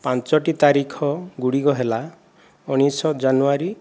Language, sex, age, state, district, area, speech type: Odia, male, 45-60, Odisha, Kandhamal, rural, spontaneous